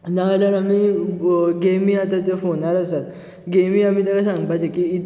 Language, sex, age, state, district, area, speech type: Goan Konkani, male, 18-30, Goa, Bardez, urban, spontaneous